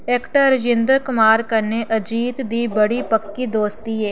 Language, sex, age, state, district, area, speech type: Dogri, female, 18-30, Jammu and Kashmir, Reasi, rural, read